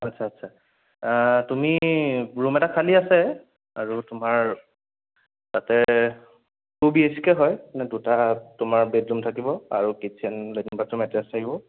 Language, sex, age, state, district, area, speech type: Assamese, male, 18-30, Assam, Sonitpur, rural, conversation